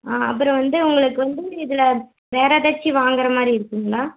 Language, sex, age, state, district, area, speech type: Tamil, female, 18-30, Tamil Nadu, Erode, rural, conversation